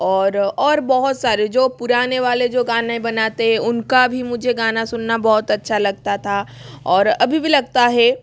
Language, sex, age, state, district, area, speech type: Hindi, female, 18-30, Rajasthan, Jodhpur, rural, spontaneous